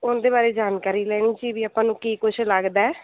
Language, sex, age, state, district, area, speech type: Punjabi, female, 30-45, Punjab, Mansa, urban, conversation